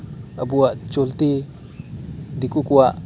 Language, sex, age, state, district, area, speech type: Santali, male, 18-30, West Bengal, Birbhum, rural, spontaneous